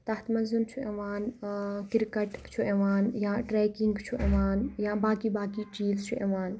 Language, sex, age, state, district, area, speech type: Kashmiri, female, 18-30, Jammu and Kashmir, Kupwara, rural, spontaneous